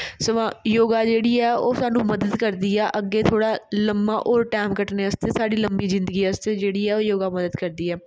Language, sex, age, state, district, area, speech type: Dogri, female, 18-30, Jammu and Kashmir, Jammu, urban, spontaneous